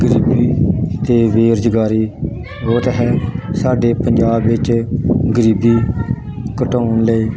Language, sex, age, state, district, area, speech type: Punjabi, male, 45-60, Punjab, Pathankot, rural, spontaneous